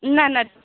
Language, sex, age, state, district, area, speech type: Kashmiri, female, 45-60, Jammu and Kashmir, Srinagar, urban, conversation